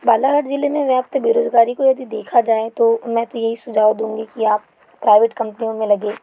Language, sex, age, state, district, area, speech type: Hindi, other, 18-30, Madhya Pradesh, Balaghat, rural, spontaneous